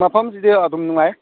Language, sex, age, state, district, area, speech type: Manipuri, male, 30-45, Manipur, Ukhrul, rural, conversation